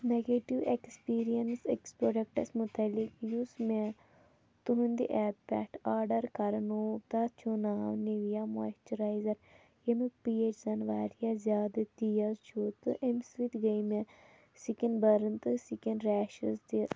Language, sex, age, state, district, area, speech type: Kashmiri, female, 18-30, Jammu and Kashmir, Shopian, rural, spontaneous